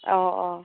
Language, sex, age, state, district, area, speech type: Bodo, female, 18-30, Assam, Baksa, rural, conversation